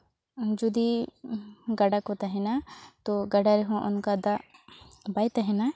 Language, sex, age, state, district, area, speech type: Santali, female, 18-30, West Bengal, Purulia, rural, spontaneous